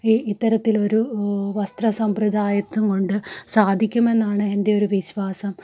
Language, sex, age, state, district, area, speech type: Malayalam, female, 30-45, Kerala, Malappuram, rural, spontaneous